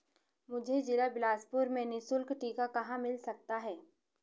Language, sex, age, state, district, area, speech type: Hindi, female, 30-45, Madhya Pradesh, Chhindwara, urban, read